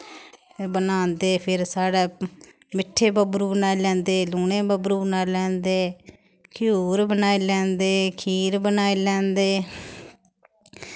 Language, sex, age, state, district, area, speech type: Dogri, female, 30-45, Jammu and Kashmir, Samba, rural, spontaneous